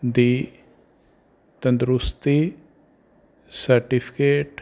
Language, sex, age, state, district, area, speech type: Punjabi, male, 30-45, Punjab, Fazilka, rural, spontaneous